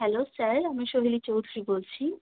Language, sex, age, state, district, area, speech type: Bengali, female, 18-30, West Bengal, Malda, rural, conversation